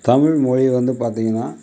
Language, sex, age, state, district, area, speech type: Tamil, male, 30-45, Tamil Nadu, Mayiladuthurai, rural, spontaneous